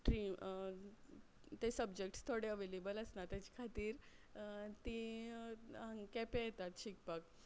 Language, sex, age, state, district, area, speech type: Goan Konkani, female, 30-45, Goa, Quepem, rural, spontaneous